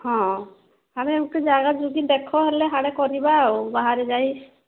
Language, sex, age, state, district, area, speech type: Odia, female, 30-45, Odisha, Sambalpur, rural, conversation